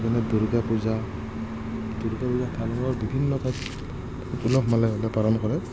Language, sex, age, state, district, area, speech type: Assamese, male, 60+, Assam, Morigaon, rural, spontaneous